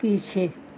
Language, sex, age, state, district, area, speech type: Hindi, female, 60+, Uttar Pradesh, Azamgarh, rural, read